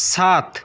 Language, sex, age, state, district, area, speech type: Bengali, male, 60+, West Bengal, Paschim Medinipur, rural, read